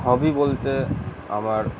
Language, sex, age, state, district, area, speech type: Bengali, male, 45-60, West Bengal, Paschim Bardhaman, urban, spontaneous